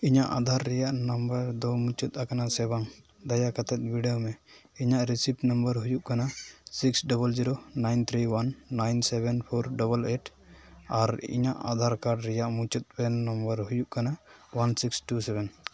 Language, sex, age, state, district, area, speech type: Santali, male, 18-30, West Bengal, Dakshin Dinajpur, rural, read